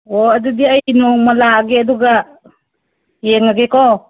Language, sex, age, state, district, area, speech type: Manipuri, female, 60+, Manipur, Churachandpur, urban, conversation